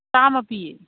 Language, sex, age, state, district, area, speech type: Manipuri, female, 45-60, Manipur, Imphal East, rural, conversation